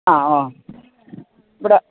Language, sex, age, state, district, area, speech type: Malayalam, female, 45-60, Kerala, Idukki, rural, conversation